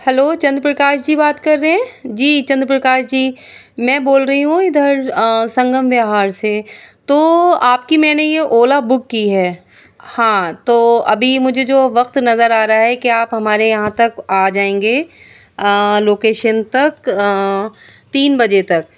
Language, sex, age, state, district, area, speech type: Urdu, female, 30-45, Delhi, South Delhi, rural, spontaneous